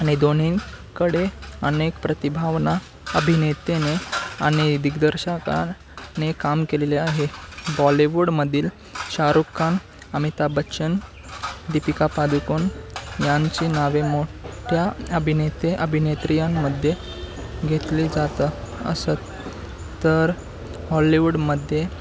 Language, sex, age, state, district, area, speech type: Marathi, male, 18-30, Maharashtra, Ratnagiri, rural, spontaneous